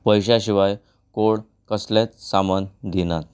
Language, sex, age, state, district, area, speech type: Goan Konkani, male, 30-45, Goa, Canacona, rural, spontaneous